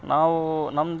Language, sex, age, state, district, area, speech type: Kannada, male, 30-45, Karnataka, Vijayanagara, rural, spontaneous